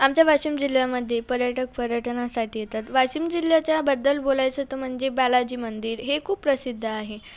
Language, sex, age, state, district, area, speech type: Marathi, female, 18-30, Maharashtra, Washim, rural, spontaneous